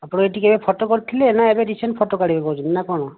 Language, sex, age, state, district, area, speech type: Odia, male, 30-45, Odisha, Kandhamal, rural, conversation